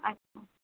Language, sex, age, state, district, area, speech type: Marathi, female, 18-30, Maharashtra, Sindhudurg, rural, conversation